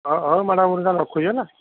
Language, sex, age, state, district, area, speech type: Odia, male, 60+, Odisha, Gajapati, rural, conversation